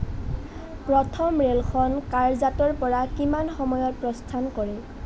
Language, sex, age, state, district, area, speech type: Assamese, female, 18-30, Assam, Nalbari, rural, read